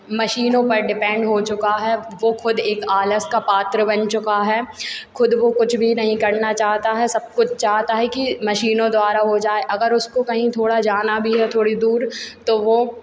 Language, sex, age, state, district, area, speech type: Hindi, female, 18-30, Madhya Pradesh, Hoshangabad, rural, spontaneous